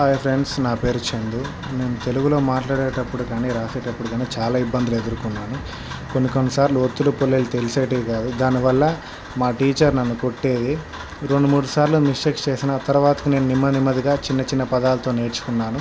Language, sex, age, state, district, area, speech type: Telugu, male, 18-30, Andhra Pradesh, Krishna, urban, spontaneous